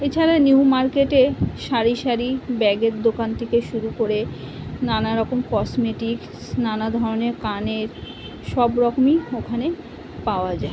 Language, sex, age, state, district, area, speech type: Bengali, female, 45-60, West Bengal, Kolkata, urban, spontaneous